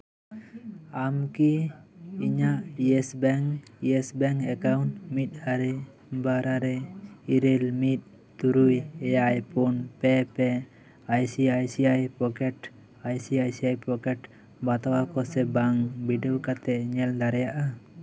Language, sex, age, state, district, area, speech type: Santali, male, 18-30, West Bengal, Bankura, rural, read